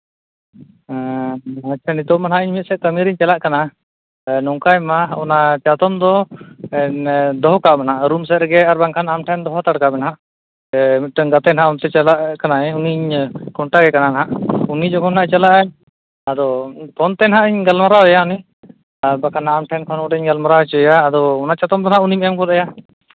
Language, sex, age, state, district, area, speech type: Santali, male, 30-45, Jharkhand, East Singhbhum, rural, conversation